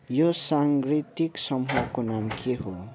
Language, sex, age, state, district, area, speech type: Nepali, male, 60+, West Bengal, Kalimpong, rural, read